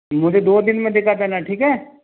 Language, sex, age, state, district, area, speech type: Hindi, male, 45-60, Rajasthan, Jodhpur, urban, conversation